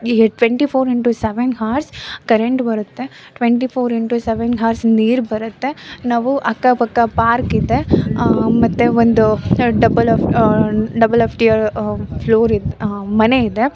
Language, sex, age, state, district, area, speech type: Kannada, female, 18-30, Karnataka, Mysore, rural, spontaneous